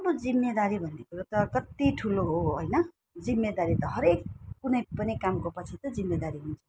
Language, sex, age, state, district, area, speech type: Nepali, female, 60+, West Bengal, Alipurduar, urban, spontaneous